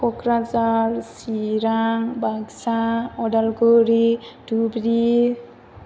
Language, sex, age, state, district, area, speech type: Bodo, female, 18-30, Assam, Chirang, rural, spontaneous